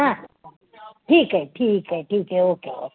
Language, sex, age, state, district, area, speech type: Marathi, female, 60+, Maharashtra, Nanded, rural, conversation